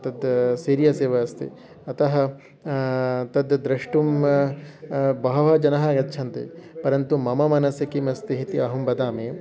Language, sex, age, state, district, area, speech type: Sanskrit, male, 18-30, West Bengal, North 24 Parganas, rural, spontaneous